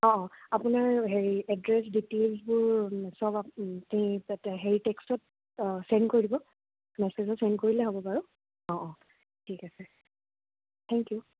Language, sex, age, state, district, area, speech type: Assamese, female, 18-30, Assam, Dibrugarh, urban, conversation